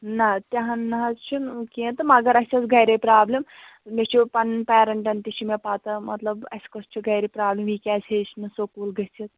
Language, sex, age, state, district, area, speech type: Kashmiri, female, 45-60, Jammu and Kashmir, Anantnag, rural, conversation